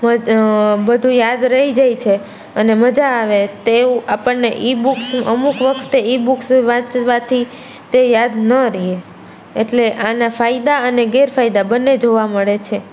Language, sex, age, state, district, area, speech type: Gujarati, female, 18-30, Gujarat, Rajkot, urban, spontaneous